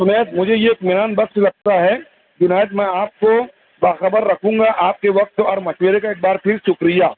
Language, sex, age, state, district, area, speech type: Urdu, male, 45-60, Maharashtra, Nashik, urban, conversation